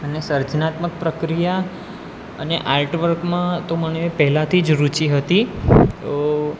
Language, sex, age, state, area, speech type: Gujarati, male, 18-30, Gujarat, urban, spontaneous